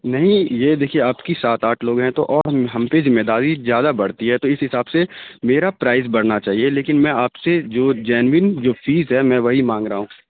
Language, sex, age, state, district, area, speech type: Urdu, male, 30-45, Bihar, Khagaria, rural, conversation